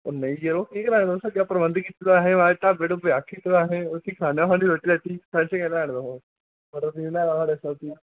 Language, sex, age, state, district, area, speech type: Dogri, male, 18-30, Jammu and Kashmir, Kathua, rural, conversation